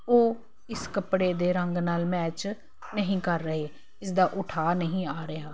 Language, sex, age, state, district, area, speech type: Punjabi, female, 45-60, Punjab, Kapurthala, urban, spontaneous